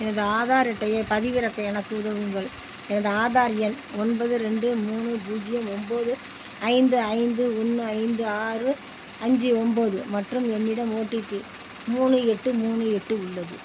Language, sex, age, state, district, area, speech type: Tamil, female, 60+, Tamil Nadu, Tiruppur, rural, read